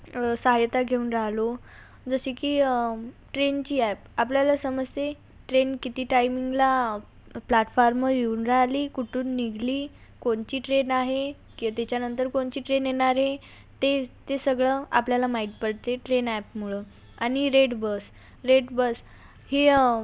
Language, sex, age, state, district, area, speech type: Marathi, female, 18-30, Maharashtra, Washim, rural, spontaneous